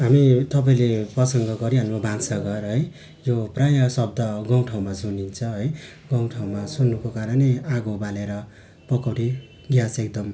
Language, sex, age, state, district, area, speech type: Nepali, male, 30-45, West Bengal, Darjeeling, rural, spontaneous